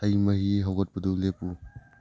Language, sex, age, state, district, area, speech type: Manipuri, male, 30-45, Manipur, Churachandpur, rural, read